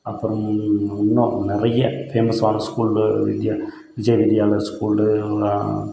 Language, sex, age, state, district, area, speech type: Tamil, male, 30-45, Tamil Nadu, Krishnagiri, rural, spontaneous